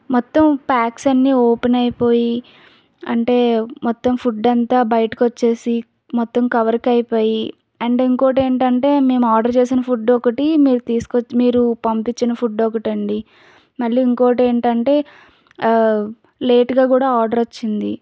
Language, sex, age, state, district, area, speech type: Telugu, female, 18-30, Andhra Pradesh, Visakhapatnam, rural, spontaneous